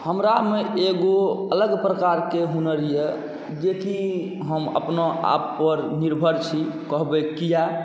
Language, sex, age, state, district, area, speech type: Maithili, male, 18-30, Bihar, Saharsa, rural, spontaneous